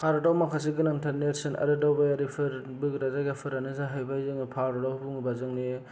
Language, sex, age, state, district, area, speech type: Bodo, male, 18-30, Assam, Kokrajhar, rural, spontaneous